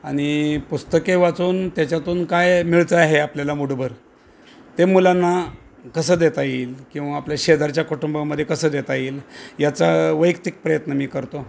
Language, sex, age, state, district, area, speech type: Marathi, male, 60+, Maharashtra, Osmanabad, rural, spontaneous